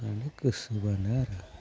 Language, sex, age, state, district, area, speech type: Bodo, male, 30-45, Assam, Udalguri, rural, spontaneous